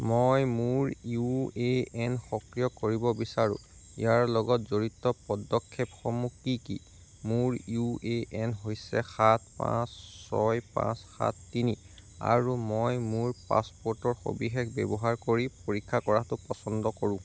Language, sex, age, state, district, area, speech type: Assamese, male, 18-30, Assam, Jorhat, urban, read